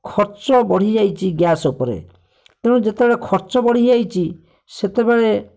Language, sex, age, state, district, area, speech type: Odia, male, 45-60, Odisha, Bhadrak, rural, spontaneous